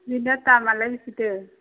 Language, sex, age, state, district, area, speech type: Bodo, female, 30-45, Assam, Chirang, rural, conversation